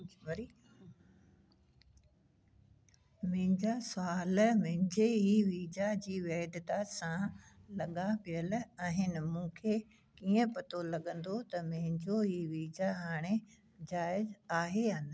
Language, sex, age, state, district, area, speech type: Sindhi, female, 60+, Uttar Pradesh, Lucknow, urban, read